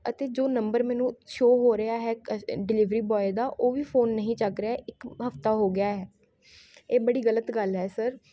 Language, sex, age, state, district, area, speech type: Punjabi, female, 18-30, Punjab, Shaheed Bhagat Singh Nagar, urban, spontaneous